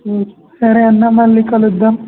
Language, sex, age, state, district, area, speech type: Telugu, male, 18-30, Telangana, Mancherial, rural, conversation